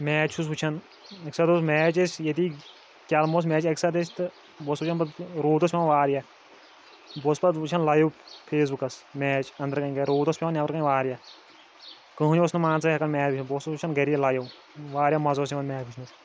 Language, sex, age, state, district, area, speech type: Kashmiri, male, 18-30, Jammu and Kashmir, Kulgam, rural, spontaneous